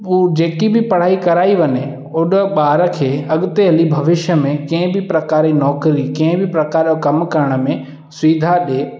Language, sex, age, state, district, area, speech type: Sindhi, male, 18-30, Madhya Pradesh, Katni, urban, spontaneous